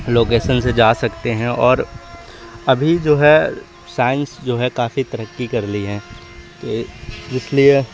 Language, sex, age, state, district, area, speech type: Urdu, male, 30-45, Bihar, Supaul, urban, spontaneous